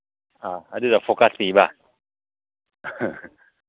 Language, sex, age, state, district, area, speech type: Manipuri, male, 30-45, Manipur, Ukhrul, rural, conversation